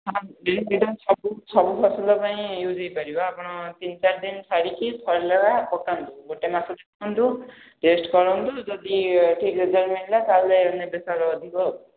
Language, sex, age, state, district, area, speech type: Odia, male, 18-30, Odisha, Khordha, rural, conversation